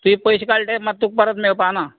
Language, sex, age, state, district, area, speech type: Goan Konkani, male, 45-60, Goa, Canacona, rural, conversation